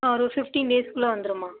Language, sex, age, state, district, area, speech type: Tamil, female, 45-60, Tamil Nadu, Tiruvarur, rural, conversation